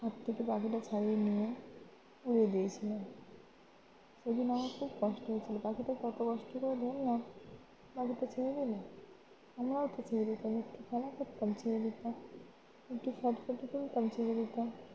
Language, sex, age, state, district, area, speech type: Bengali, female, 18-30, West Bengal, Birbhum, urban, spontaneous